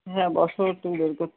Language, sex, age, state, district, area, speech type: Bengali, female, 45-60, West Bengal, Hooghly, rural, conversation